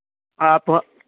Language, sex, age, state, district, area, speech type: Urdu, male, 30-45, Uttar Pradesh, Lucknow, urban, conversation